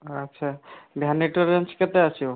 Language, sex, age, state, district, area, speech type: Odia, male, 18-30, Odisha, Kendrapara, urban, conversation